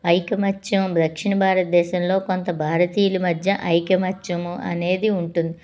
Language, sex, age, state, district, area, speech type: Telugu, female, 45-60, Andhra Pradesh, Anakapalli, rural, spontaneous